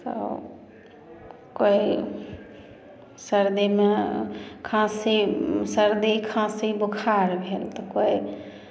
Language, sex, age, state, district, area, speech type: Maithili, female, 30-45, Bihar, Samastipur, urban, spontaneous